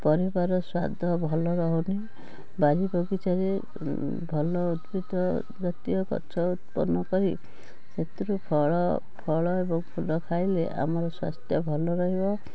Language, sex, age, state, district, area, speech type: Odia, female, 45-60, Odisha, Cuttack, urban, spontaneous